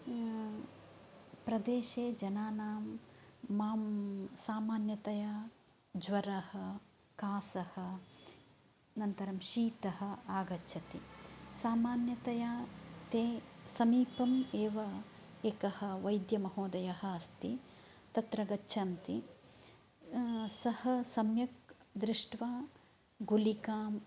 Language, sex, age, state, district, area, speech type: Sanskrit, female, 45-60, Karnataka, Uttara Kannada, rural, spontaneous